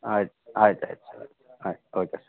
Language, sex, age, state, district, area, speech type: Kannada, male, 30-45, Karnataka, Bagalkot, rural, conversation